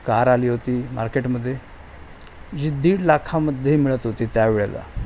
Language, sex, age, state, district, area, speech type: Marathi, male, 45-60, Maharashtra, Mumbai Suburban, urban, spontaneous